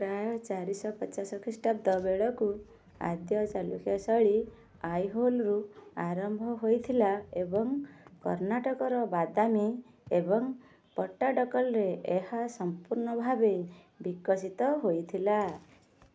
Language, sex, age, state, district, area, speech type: Odia, female, 45-60, Odisha, Kendujhar, urban, read